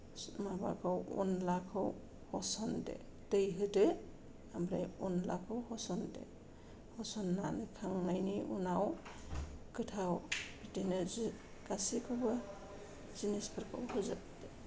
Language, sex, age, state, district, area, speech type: Bodo, female, 45-60, Assam, Kokrajhar, rural, spontaneous